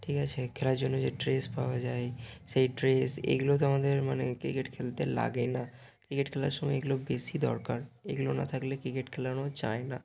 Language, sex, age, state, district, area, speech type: Bengali, male, 18-30, West Bengal, Hooghly, urban, spontaneous